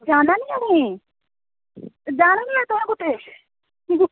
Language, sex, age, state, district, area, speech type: Dogri, female, 30-45, Jammu and Kashmir, Reasi, rural, conversation